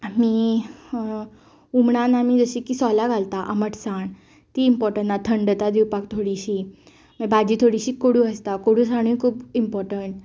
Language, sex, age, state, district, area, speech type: Goan Konkani, female, 18-30, Goa, Ponda, rural, spontaneous